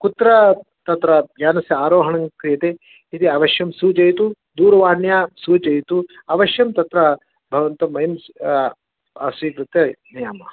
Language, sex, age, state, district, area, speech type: Sanskrit, male, 45-60, Karnataka, Shimoga, rural, conversation